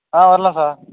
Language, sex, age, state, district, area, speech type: Tamil, male, 18-30, Tamil Nadu, Nagapattinam, rural, conversation